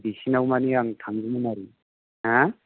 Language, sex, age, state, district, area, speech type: Bodo, male, 30-45, Assam, Chirang, rural, conversation